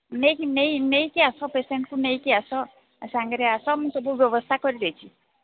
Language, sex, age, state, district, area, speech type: Odia, female, 45-60, Odisha, Sambalpur, rural, conversation